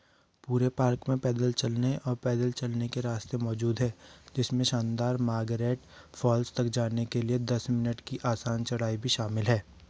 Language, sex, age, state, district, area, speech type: Hindi, male, 30-45, Madhya Pradesh, Betul, rural, read